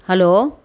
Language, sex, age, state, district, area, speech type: Tamil, female, 45-60, Tamil Nadu, Tiruvannamalai, rural, spontaneous